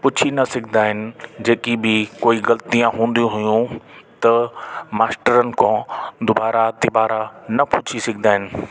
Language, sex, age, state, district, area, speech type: Sindhi, male, 30-45, Delhi, South Delhi, urban, spontaneous